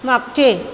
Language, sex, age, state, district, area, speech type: Marathi, female, 45-60, Maharashtra, Buldhana, urban, read